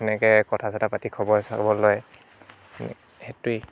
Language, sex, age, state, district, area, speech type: Assamese, male, 18-30, Assam, Dibrugarh, rural, spontaneous